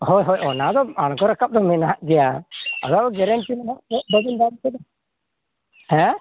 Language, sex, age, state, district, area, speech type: Santali, male, 60+, Odisha, Mayurbhanj, rural, conversation